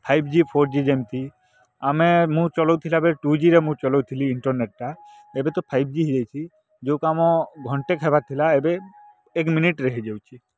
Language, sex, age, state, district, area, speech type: Odia, male, 18-30, Odisha, Kalahandi, rural, spontaneous